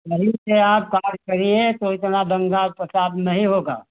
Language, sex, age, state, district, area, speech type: Hindi, male, 60+, Uttar Pradesh, Hardoi, rural, conversation